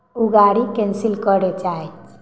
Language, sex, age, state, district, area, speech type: Maithili, female, 18-30, Bihar, Samastipur, rural, spontaneous